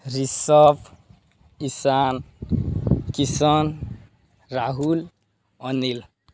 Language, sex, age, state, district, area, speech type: Odia, male, 18-30, Odisha, Balangir, urban, spontaneous